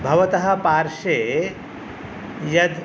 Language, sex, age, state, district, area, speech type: Sanskrit, male, 30-45, West Bengal, North 24 Parganas, urban, spontaneous